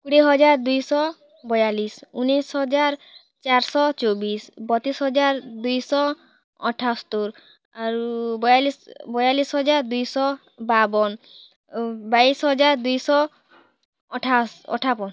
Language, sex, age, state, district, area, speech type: Odia, female, 18-30, Odisha, Kalahandi, rural, spontaneous